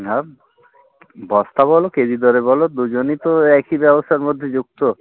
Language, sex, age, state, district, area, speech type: Bengali, male, 18-30, West Bengal, Birbhum, urban, conversation